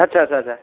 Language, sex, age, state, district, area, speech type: Odia, male, 60+, Odisha, Kandhamal, rural, conversation